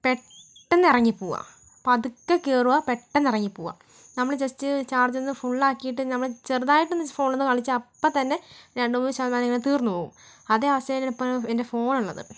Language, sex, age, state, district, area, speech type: Malayalam, female, 18-30, Kerala, Wayanad, rural, spontaneous